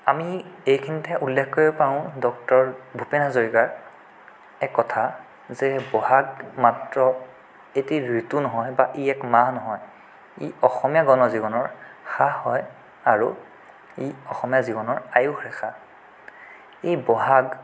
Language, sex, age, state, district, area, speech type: Assamese, male, 18-30, Assam, Sonitpur, rural, spontaneous